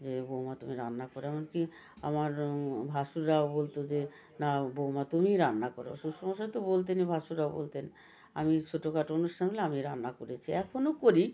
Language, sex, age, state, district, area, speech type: Bengali, female, 60+, West Bengal, South 24 Parganas, rural, spontaneous